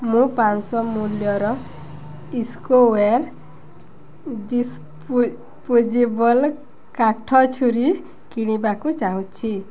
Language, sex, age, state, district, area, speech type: Odia, female, 18-30, Odisha, Balangir, urban, read